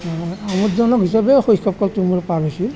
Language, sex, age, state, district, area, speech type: Assamese, male, 60+, Assam, Nalbari, rural, spontaneous